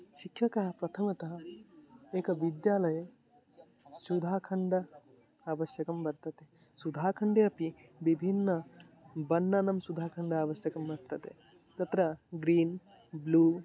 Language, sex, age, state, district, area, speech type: Sanskrit, male, 18-30, Odisha, Mayurbhanj, rural, spontaneous